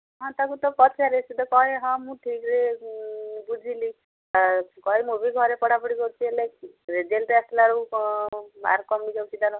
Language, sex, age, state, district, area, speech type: Odia, female, 30-45, Odisha, Cuttack, urban, conversation